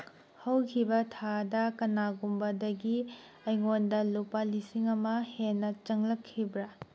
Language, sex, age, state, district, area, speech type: Manipuri, female, 18-30, Manipur, Tengnoupal, rural, read